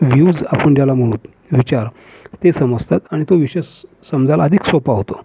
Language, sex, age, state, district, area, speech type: Marathi, male, 60+, Maharashtra, Raigad, urban, spontaneous